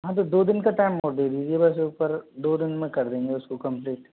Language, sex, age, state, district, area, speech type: Hindi, male, 45-60, Rajasthan, Karauli, rural, conversation